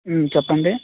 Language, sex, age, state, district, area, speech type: Telugu, male, 30-45, Telangana, Khammam, urban, conversation